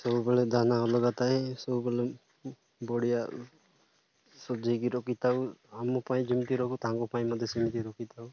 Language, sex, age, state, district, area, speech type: Odia, male, 30-45, Odisha, Nabarangpur, urban, spontaneous